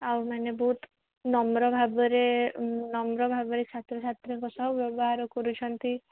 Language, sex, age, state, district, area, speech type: Odia, female, 18-30, Odisha, Sundergarh, urban, conversation